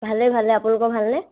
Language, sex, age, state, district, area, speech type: Assamese, female, 18-30, Assam, Dibrugarh, rural, conversation